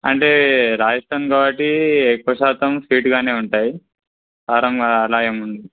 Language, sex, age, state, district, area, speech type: Telugu, male, 18-30, Telangana, Kamareddy, urban, conversation